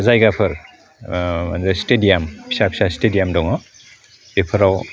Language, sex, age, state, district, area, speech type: Bodo, male, 45-60, Assam, Udalguri, urban, spontaneous